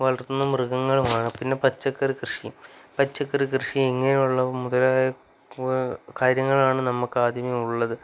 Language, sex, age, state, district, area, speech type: Malayalam, male, 18-30, Kerala, Wayanad, rural, spontaneous